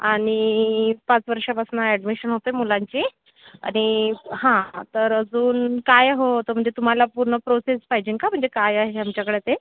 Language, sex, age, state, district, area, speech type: Marathi, female, 45-60, Maharashtra, Yavatmal, rural, conversation